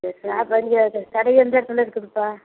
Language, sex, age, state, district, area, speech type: Tamil, female, 60+, Tamil Nadu, Coimbatore, rural, conversation